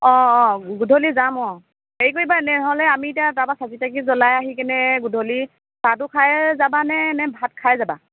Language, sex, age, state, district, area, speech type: Assamese, female, 45-60, Assam, Dibrugarh, rural, conversation